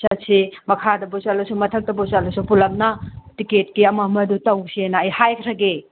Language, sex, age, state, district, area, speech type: Manipuri, female, 18-30, Manipur, Tengnoupal, rural, conversation